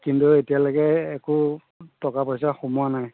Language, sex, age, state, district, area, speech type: Assamese, male, 45-60, Assam, Majuli, rural, conversation